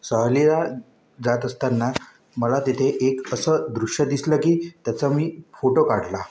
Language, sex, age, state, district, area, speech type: Marathi, male, 18-30, Maharashtra, Wardha, urban, spontaneous